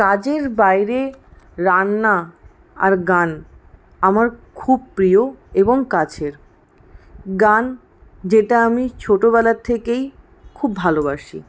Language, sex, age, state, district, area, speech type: Bengali, female, 60+, West Bengal, Paschim Bardhaman, rural, spontaneous